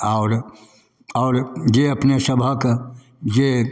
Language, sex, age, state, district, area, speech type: Maithili, male, 60+, Bihar, Darbhanga, rural, spontaneous